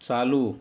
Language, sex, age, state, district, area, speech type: Marathi, male, 45-60, Maharashtra, Yavatmal, urban, read